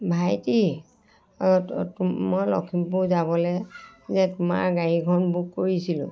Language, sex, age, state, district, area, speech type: Assamese, female, 45-60, Assam, Dhemaji, urban, spontaneous